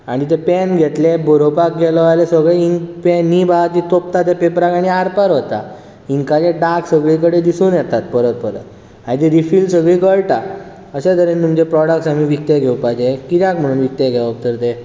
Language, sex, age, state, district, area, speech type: Goan Konkani, male, 18-30, Goa, Bardez, urban, spontaneous